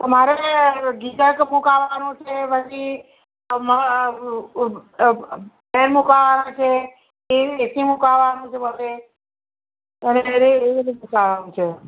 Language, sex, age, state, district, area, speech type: Gujarati, female, 60+, Gujarat, Kheda, rural, conversation